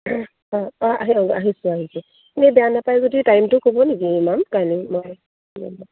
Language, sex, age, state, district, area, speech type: Assamese, female, 45-60, Assam, Dibrugarh, rural, conversation